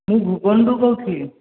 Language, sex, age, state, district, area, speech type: Odia, male, 45-60, Odisha, Dhenkanal, rural, conversation